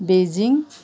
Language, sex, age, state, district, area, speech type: Nepali, female, 60+, West Bengal, Kalimpong, rural, spontaneous